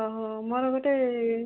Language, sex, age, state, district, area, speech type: Odia, female, 18-30, Odisha, Kandhamal, rural, conversation